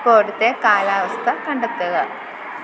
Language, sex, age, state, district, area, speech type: Malayalam, female, 30-45, Kerala, Alappuzha, rural, read